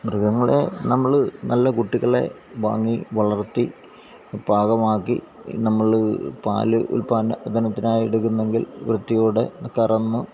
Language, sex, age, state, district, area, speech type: Malayalam, male, 45-60, Kerala, Alappuzha, rural, spontaneous